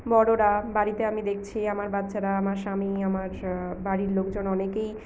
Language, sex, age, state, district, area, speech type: Bengali, female, 45-60, West Bengal, Purulia, urban, spontaneous